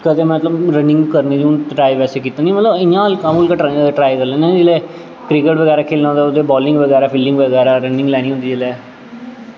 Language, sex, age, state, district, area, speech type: Dogri, male, 18-30, Jammu and Kashmir, Jammu, urban, spontaneous